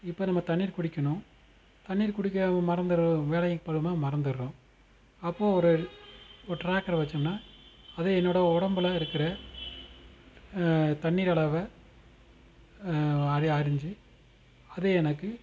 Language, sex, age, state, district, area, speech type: Tamil, male, 30-45, Tamil Nadu, Madurai, urban, spontaneous